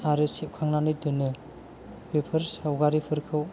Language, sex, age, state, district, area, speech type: Bodo, male, 18-30, Assam, Chirang, urban, spontaneous